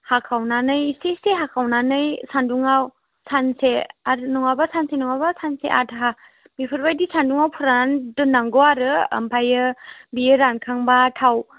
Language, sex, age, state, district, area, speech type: Bodo, female, 18-30, Assam, Chirang, urban, conversation